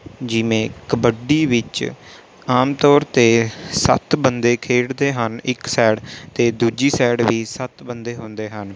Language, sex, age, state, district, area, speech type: Punjabi, male, 18-30, Punjab, Rupnagar, urban, spontaneous